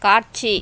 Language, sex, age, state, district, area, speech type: Tamil, female, 60+, Tamil Nadu, Tiruvarur, urban, read